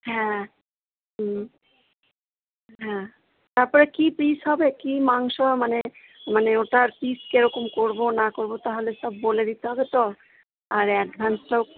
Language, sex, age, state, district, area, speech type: Bengali, female, 45-60, West Bengal, Purba Bardhaman, rural, conversation